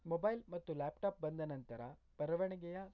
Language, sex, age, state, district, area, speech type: Kannada, male, 18-30, Karnataka, Shimoga, rural, spontaneous